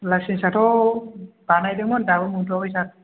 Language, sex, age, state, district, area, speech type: Bodo, male, 18-30, Assam, Kokrajhar, rural, conversation